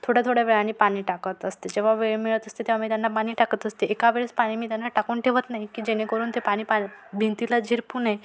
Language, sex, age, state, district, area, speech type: Marathi, female, 30-45, Maharashtra, Wardha, urban, spontaneous